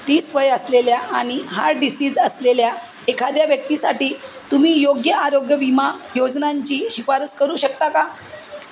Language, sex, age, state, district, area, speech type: Marathi, female, 45-60, Maharashtra, Jalna, urban, read